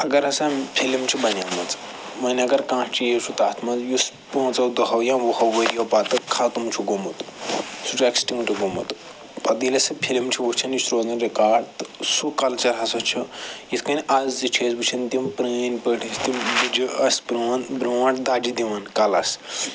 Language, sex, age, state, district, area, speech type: Kashmiri, male, 45-60, Jammu and Kashmir, Srinagar, urban, spontaneous